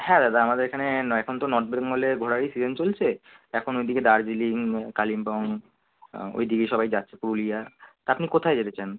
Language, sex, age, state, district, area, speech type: Bengali, male, 18-30, West Bengal, Kolkata, urban, conversation